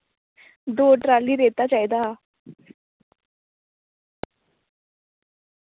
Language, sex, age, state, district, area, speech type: Dogri, female, 18-30, Jammu and Kashmir, Kathua, rural, conversation